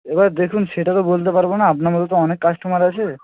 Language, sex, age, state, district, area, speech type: Bengali, male, 18-30, West Bengal, Jhargram, rural, conversation